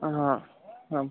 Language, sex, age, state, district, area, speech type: Sanskrit, male, 18-30, Uttar Pradesh, Mirzapur, rural, conversation